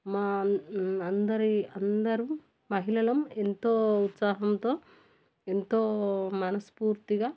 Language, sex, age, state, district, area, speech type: Telugu, female, 30-45, Telangana, Warangal, rural, spontaneous